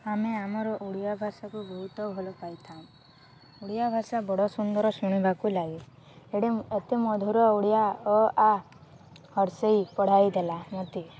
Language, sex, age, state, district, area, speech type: Odia, female, 18-30, Odisha, Balangir, urban, spontaneous